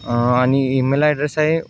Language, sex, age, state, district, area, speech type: Marathi, male, 18-30, Maharashtra, Sangli, urban, spontaneous